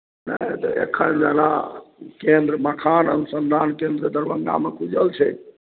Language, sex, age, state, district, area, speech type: Maithili, male, 45-60, Bihar, Madhubani, rural, conversation